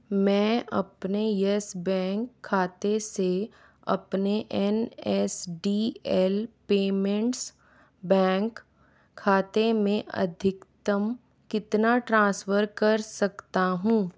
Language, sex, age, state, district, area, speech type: Hindi, female, 45-60, Rajasthan, Jaipur, urban, read